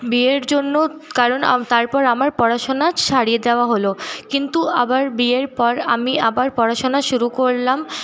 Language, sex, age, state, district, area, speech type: Bengali, female, 30-45, West Bengal, Paschim Bardhaman, urban, spontaneous